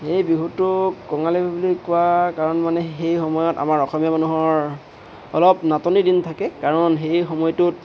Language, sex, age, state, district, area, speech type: Assamese, male, 18-30, Assam, Tinsukia, urban, spontaneous